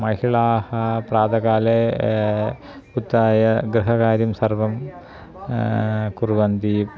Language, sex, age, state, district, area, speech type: Sanskrit, male, 45-60, Kerala, Thiruvananthapuram, urban, spontaneous